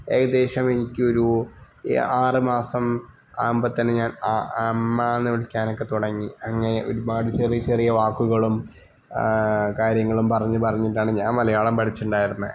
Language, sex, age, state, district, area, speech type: Malayalam, male, 45-60, Kerala, Malappuram, rural, spontaneous